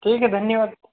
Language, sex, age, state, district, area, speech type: Hindi, male, 18-30, Madhya Pradesh, Ujjain, urban, conversation